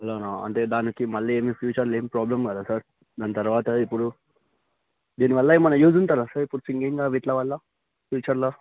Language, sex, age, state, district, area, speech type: Telugu, male, 18-30, Telangana, Vikarabad, urban, conversation